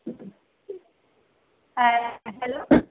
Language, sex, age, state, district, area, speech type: Bengali, female, 30-45, West Bengal, North 24 Parganas, urban, conversation